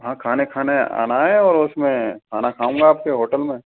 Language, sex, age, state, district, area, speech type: Hindi, male, 18-30, Rajasthan, Karauli, rural, conversation